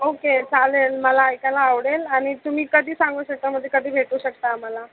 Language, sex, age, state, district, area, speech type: Marathi, female, 18-30, Maharashtra, Mumbai Suburban, urban, conversation